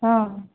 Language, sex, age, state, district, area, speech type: Odia, female, 60+, Odisha, Kandhamal, rural, conversation